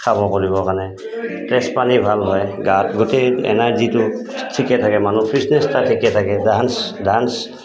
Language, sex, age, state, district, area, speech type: Assamese, male, 45-60, Assam, Goalpara, rural, spontaneous